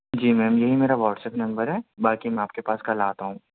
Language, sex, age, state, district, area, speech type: Urdu, female, 30-45, Uttar Pradesh, Gautam Buddha Nagar, rural, conversation